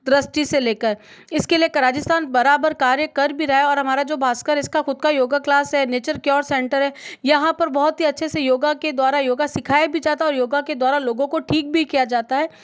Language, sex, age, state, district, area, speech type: Hindi, female, 18-30, Rajasthan, Jodhpur, urban, spontaneous